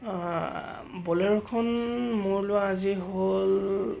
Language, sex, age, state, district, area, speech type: Assamese, male, 18-30, Assam, Sivasagar, rural, spontaneous